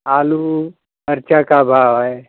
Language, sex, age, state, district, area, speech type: Hindi, male, 60+, Uttar Pradesh, Ghazipur, rural, conversation